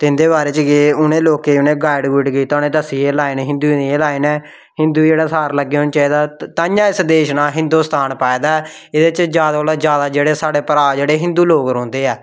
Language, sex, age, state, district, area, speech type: Dogri, male, 18-30, Jammu and Kashmir, Samba, rural, spontaneous